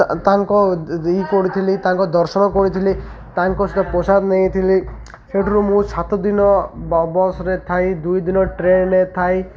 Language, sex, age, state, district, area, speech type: Odia, male, 30-45, Odisha, Malkangiri, urban, spontaneous